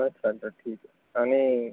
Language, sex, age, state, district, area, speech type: Marathi, male, 60+, Maharashtra, Akola, rural, conversation